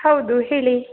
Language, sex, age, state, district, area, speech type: Kannada, female, 30-45, Karnataka, Uttara Kannada, rural, conversation